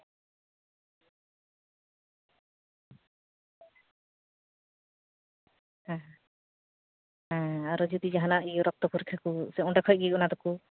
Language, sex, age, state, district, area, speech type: Santali, female, 30-45, West Bengal, Paschim Bardhaman, rural, conversation